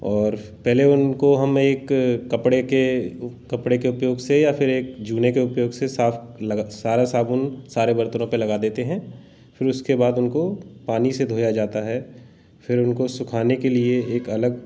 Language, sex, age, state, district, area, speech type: Hindi, male, 45-60, Madhya Pradesh, Jabalpur, urban, spontaneous